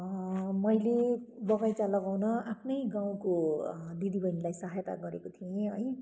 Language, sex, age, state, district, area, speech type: Nepali, female, 60+, West Bengal, Kalimpong, rural, spontaneous